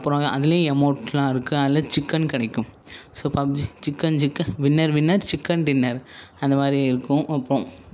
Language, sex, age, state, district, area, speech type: Tamil, male, 18-30, Tamil Nadu, Ariyalur, rural, spontaneous